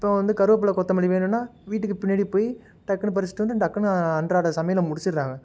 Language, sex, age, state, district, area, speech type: Tamil, male, 18-30, Tamil Nadu, Nagapattinam, rural, spontaneous